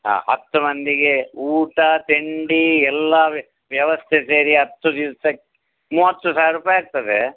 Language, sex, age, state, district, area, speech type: Kannada, male, 60+, Karnataka, Udupi, rural, conversation